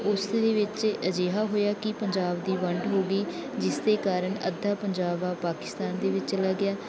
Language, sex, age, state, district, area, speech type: Punjabi, female, 18-30, Punjab, Bathinda, rural, spontaneous